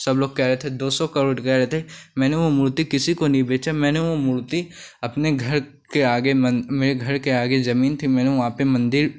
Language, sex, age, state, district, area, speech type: Hindi, male, 18-30, Uttar Pradesh, Pratapgarh, rural, spontaneous